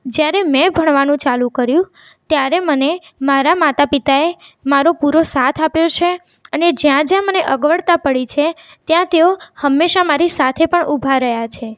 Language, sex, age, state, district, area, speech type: Gujarati, female, 18-30, Gujarat, Mehsana, rural, spontaneous